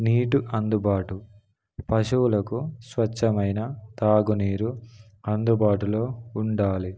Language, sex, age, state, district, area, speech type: Telugu, male, 18-30, Telangana, Kamareddy, urban, spontaneous